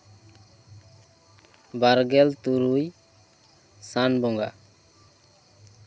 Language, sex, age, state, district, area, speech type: Santali, male, 18-30, West Bengal, Bankura, rural, spontaneous